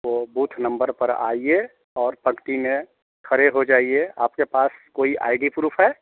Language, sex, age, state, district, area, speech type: Hindi, male, 45-60, Bihar, Samastipur, urban, conversation